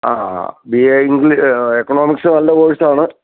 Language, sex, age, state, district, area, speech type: Malayalam, male, 60+, Kerala, Idukki, rural, conversation